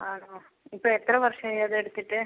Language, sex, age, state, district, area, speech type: Malayalam, female, 45-60, Kerala, Kozhikode, urban, conversation